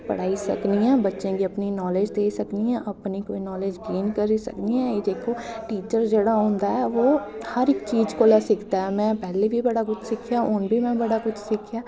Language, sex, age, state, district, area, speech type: Dogri, female, 18-30, Jammu and Kashmir, Kathua, urban, spontaneous